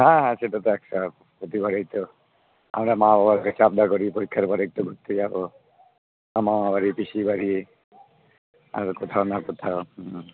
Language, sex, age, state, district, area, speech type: Bengali, male, 45-60, West Bengal, Alipurduar, rural, conversation